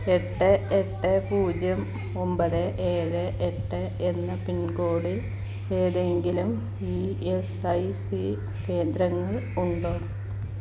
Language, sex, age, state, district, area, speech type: Malayalam, female, 45-60, Kerala, Malappuram, rural, read